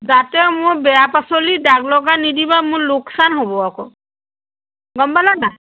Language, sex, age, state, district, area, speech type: Assamese, female, 30-45, Assam, Majuli, urban, conversation